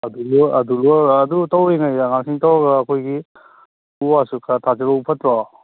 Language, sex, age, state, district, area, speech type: Manipuri, male, 30-45, Manipur, Kakching, rural, conversation